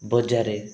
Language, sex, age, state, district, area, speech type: Odia, male, 18-30, Odisha, Rayagada, rural, spontaneous